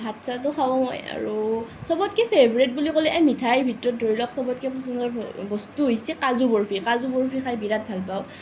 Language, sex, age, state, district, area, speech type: Assamese, female, 18-30, Assam, Nalbari, rural, spontaneous